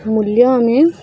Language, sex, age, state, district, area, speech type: Odia, female, 18-30, Odisha, Subarnapur, urban, spontaneous